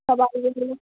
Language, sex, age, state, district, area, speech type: Bengali, female, 30-45, West Bengal, Hooghly, urban, conversation